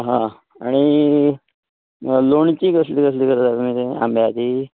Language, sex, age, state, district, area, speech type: Goan Konkani, male, 30-45, Goa, Canacona, rural, conversation